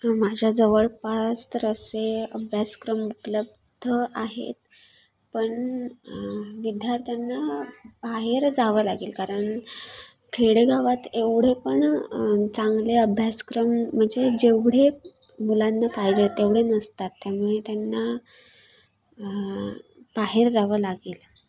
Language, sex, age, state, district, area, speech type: Marathi, female, 18-30, Maharashtra, Sindhudurg, rural, spontaneous